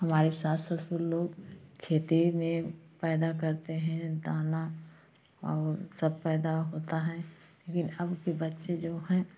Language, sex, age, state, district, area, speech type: Hindi, female, 45-60, Uttar Pradesh, Jaunpur, rural, spontaneous